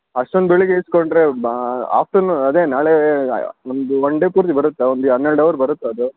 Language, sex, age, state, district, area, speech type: Kannada, male, 60+, Karnataka, Davanagere, rural, conversation